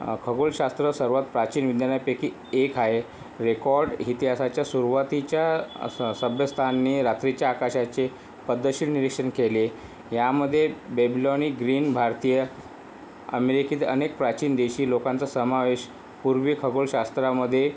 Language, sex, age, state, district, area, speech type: Marathi, male, 18-30, Maharashtra, Yavatmal, rural, spontaneous